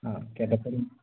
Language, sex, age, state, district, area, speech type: Malayalam, male, 18-30, Kerala, Wayanad, rural, conversation